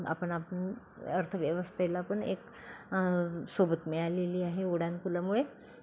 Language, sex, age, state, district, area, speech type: Marathi, female, 45-60, Maharashtra, Nagpur, urban, spontaneous